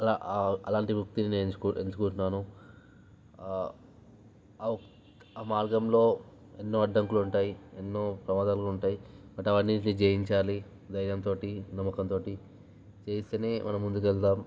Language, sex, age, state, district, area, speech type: Telugu, male, 18-30, Telangana, Vikarabad, urban, spontaneous